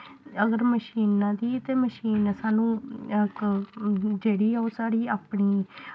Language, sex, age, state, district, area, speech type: Dogri, female, 18-30, Jammu and Kashmir, Samba, rural, spontaneous